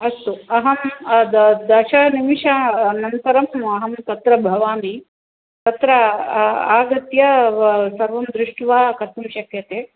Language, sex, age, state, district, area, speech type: Sanskrit, female, 45-60, Tamil Nadu, Thanjavur, urban, conversation